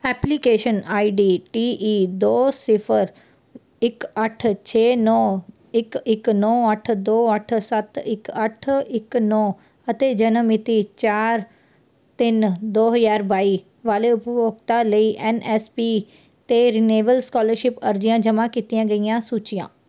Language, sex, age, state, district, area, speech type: Punjabi, female, 18-30, Punjab, Mansa, urban, read